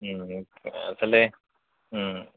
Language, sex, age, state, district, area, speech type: Assamese, male, 30-45, Assam, Goalpara, urban, conversation